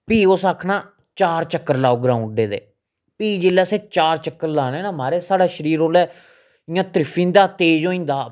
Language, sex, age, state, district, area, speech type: Dogri, male, 30-45, Jammu and Kashmir, Reasi, rural, spontaneous